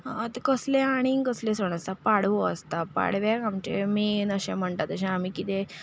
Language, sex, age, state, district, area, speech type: Goan Konkani, female, 45-60, Goa, Ponda, rural, spontaneous